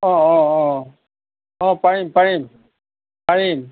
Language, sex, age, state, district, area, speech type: Assamese, male, 60+, Assam, Nagaon, rural, conversation